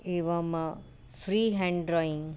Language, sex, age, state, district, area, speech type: Sanskrit, female, 45-60, Maharashtra, Nagpur, urban, spontaneous